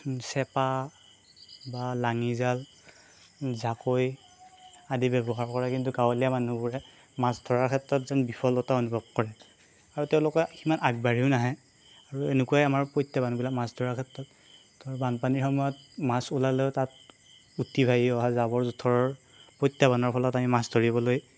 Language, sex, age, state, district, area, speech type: Assamese, male, 18-30, Assam, Darrang, rural, spontaneous